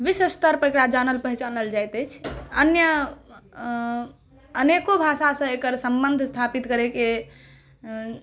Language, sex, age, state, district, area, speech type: Maithili, female, 18-30, Bihar, Saharsa, rural, spontaneous